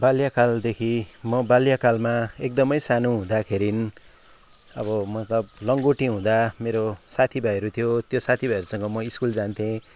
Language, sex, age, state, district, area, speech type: Nepali, male, 45-60, West Bengal, Kalimpong, rural, spontaneous